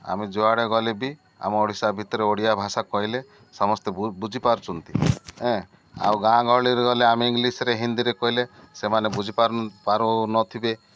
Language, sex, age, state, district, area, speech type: Odia, male, 60+, Odisha, Malkangiri, urban, spontaneous